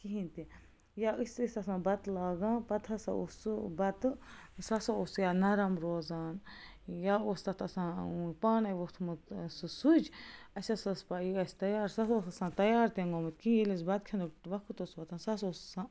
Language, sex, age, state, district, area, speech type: Kashmiri, female, 18-30, Jammu and Kashmir, Baramulla, rural, spontaneous